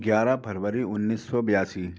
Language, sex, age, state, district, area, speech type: Hindi, male, 45-60, Madhya Pradesh, Gwalior, urban, spontaneous